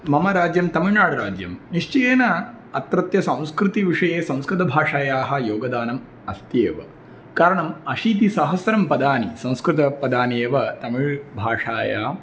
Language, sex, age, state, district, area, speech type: Sanskrit, male, 30-45, Tamil Nadu, Tirunelveli, rural, spontaneous